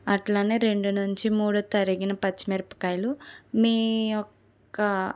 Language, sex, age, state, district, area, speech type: Telugu, female, 30-45, Andhra Pradesh, Eluru, urban, spontaneous